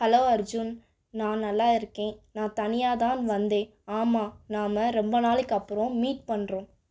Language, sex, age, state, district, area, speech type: Tamil, female, 18-30, Tamil Nadu, Madurai, urban, read